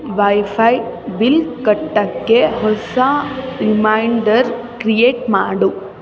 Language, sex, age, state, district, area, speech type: Kannada, female, 18-30, Karnataka, Mysore, urban, read